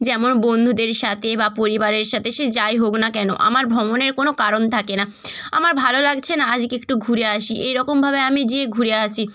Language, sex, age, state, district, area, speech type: Bengali, female, 18-30, West Bengal, North 24 Parganas, rural, spontaneous